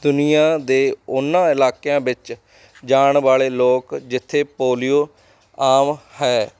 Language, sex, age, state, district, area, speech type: Punjabi, male, 30-45, Punjab, Mansa, rural, spontaneous